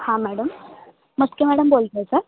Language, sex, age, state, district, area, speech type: Marathi, female, 18-30, Maharashtra, Satara, rural, conversation